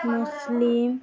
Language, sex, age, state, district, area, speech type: Odia, female, 18-30, Odisha, Subarnapur, urban, spontaneous